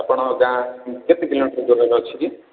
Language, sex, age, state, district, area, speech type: Odia, male, 18-30, Odisha, Ganjam, urban, conversation